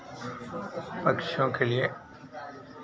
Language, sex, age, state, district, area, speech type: Hindi, male, 45-60, Bihar, Madhepura, rural, spontaneous